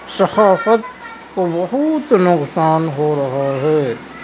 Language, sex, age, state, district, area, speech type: Urdu, male, 30-45, Uttar Pradesh, Gautam Buddha Nagar, rural, spontaneous